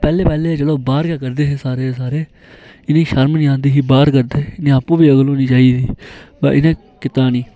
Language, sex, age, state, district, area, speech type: Dogri, male, 18-30, Jammu and Kashmir, Reasi, rural, spontaneous